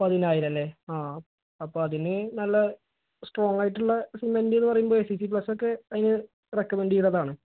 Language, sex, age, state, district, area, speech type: Malayalam, male, 18-30, Kerala, Malappuram, rural, conversation